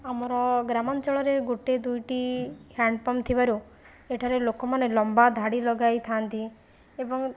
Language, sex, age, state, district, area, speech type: Odia, female, 45-60, Odisha, Jajpur, rural, spontaneous